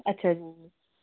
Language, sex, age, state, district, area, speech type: Punjabi, female, 30-45, Punjab, Ludhiana, urban, conversation